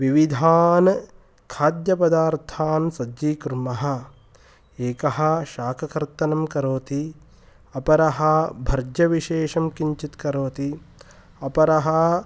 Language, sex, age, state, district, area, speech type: Sanskrit, male, 30-45, Karnataka, Kolar, rural, spontaneous